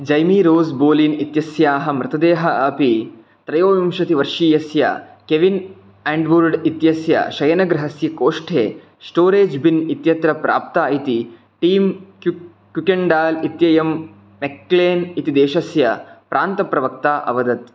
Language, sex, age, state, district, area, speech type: Sanskrit, male, 18-30, Karnataka, Chikkamagaluru, rural, read